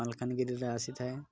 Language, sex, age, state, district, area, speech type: Odia, male, 30-45, Odisha, Malkangiri, urban, spontaneous